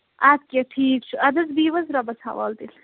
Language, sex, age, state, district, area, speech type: Kashmiri, female, 30-45, Jammu and Kashmir, Ganderbal, rural, conversation